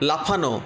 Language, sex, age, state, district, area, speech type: Bengali, male, 45-60, West Bengal, Paschim Bardhaman, urban, read